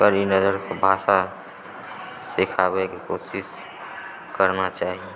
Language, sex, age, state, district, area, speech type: Maithili, male, 18-30, Bihar, Supaul, rural, spontaneous